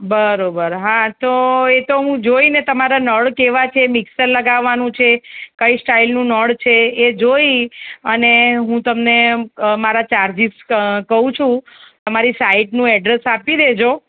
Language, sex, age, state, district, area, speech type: Gujarati, female, 45-60, Gujarat, Ahmedabad, urban, conversation